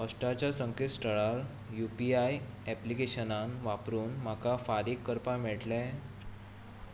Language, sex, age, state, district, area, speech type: Goan Konkani, male, 18-30, Goa, Tiswadi, rural, read